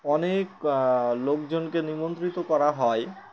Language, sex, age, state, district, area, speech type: Bengali, male, 18-30, West Bengal, Uttar Dinajpur, urban, spontaneous